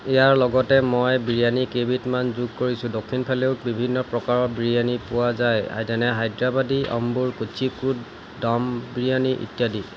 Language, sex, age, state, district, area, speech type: Assamese, male, 18-30, Assam, Golaghat, rural, read